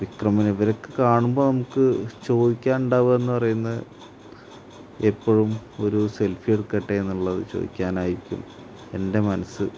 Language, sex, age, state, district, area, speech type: Malayalam, male, 30-45, Kerala, Malappuram, rural, spontaneous